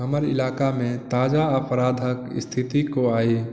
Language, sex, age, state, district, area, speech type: Maithili, male, 18-30, Bihar, Madhubani, rural, read